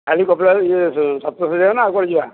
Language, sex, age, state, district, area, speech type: Odia, male, 45-60, Odisha, Dhenkanal, rural, conversation